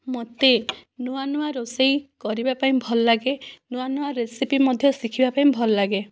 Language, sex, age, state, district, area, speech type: Odia, female, 60+, Odisha, Kandhamal, rural, spontaneous